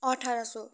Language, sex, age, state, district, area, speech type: Nepali, female, 18-30, West Bengal, Kalimpong, rural, spontaneous